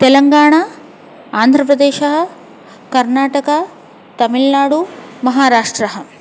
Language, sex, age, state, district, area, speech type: Sanskrit, female, 30-45, Telangana, Hyderabad, urban, spontaneous